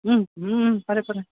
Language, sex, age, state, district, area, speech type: Assamese, male, 18-30, Assam, Goalpara, rural, conversation